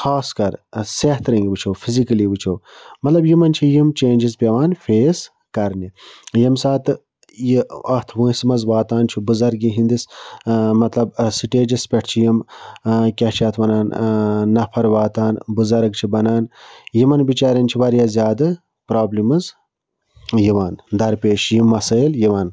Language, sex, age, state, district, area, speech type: Kashmiri, male, 60+, Jammu and Kashmir, Budgam, rural, spontaneous